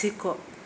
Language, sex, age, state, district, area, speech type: Bodo, female, 60+, Assam, Kokrajhar, rural, read